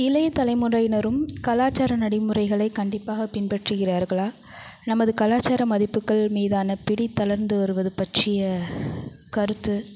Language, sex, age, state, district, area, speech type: Tamil, female, 45-60, Tamil Nadu, Thanjavur, rural, spontaneous